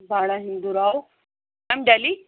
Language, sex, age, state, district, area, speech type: Urdu, female, 30-45, Delhi, Central Delhi, urban, conversation